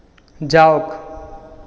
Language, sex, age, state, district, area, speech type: Assamese, male, 30-45, Assam, Sonitpur, rural, read